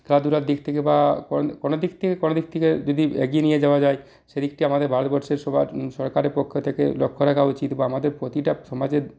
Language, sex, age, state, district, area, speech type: Bengali, male, 45-60, West Bengal, Purulia, rural, spontaneous